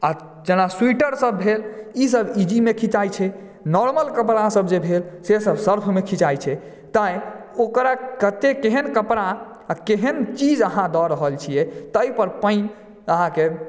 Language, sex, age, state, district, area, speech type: Maithili, male, 30-45, Bihar, Madhubani, urban, spontaneous